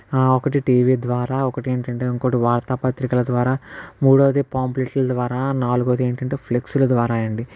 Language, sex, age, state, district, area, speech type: Telugu, male, 45-60, Andhra Pradesh, Kakinada, rural, spontaneous